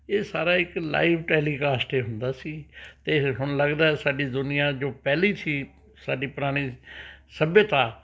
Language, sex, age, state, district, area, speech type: Punjabi, male, 60+, Punjab, Rupnagar, urban, spontaneous